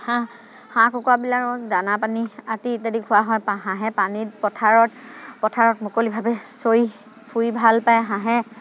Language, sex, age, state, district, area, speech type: Assamese, female, 45-60, Assam, Dibrugarh, rural, spontaneous